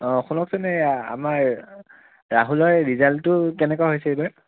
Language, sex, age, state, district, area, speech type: Assamese, male, 30-45, Assam, Sonitpur, rural, conversation